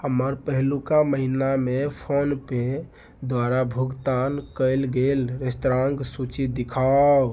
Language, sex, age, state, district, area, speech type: Maithili, male, 18-30, Bihar, Darbhanga, rural, read